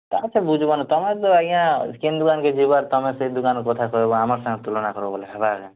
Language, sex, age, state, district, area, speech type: Odia, male, 18-30, Odisha, Kalahandi, rural, conversation